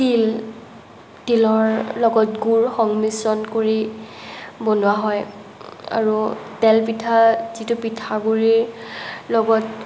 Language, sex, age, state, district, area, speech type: Assamese, female, 18-30, Assam, Morigaon, rural, spontaneous